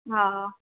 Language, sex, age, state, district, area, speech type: Sindhi, female, 30-45, Rajasthan, Ajmer, urban, conversation